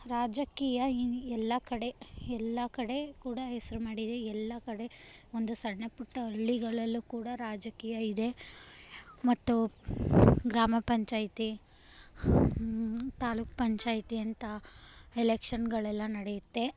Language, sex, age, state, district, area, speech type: Kannada, female, 18-30, Karnataka, Chamarajanagar, urban, spontaneous